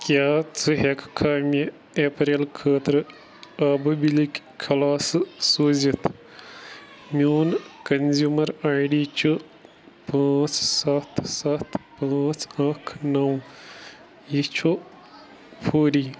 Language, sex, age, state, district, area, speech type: Kashmiri, male, 30-45, Jammu and Kashmir, Bandipora, rural, read